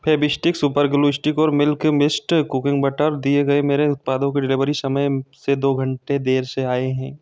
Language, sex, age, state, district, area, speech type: Hindi, male, 18-30, Madhya Pradesh, Bhopal, urban, read